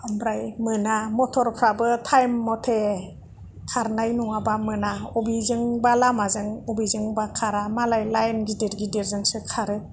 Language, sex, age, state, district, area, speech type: Bodo, female, 60+, Assam, Kokrajhar, urban, spontaneous